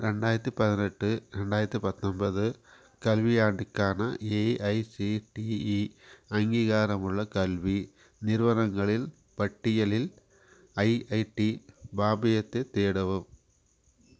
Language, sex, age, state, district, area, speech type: Tamil, male, 45-60, Tamil Nadu, Coimbatore, rural, read